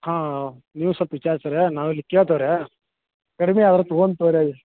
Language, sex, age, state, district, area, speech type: Kannada, male, 45-60, Karnataka, Belgaum, rural, conversation